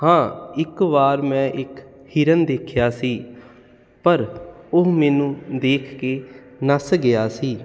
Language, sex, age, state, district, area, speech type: Punjabi, male, 30-45, Punjab, Jalandhar, urban, spontaneous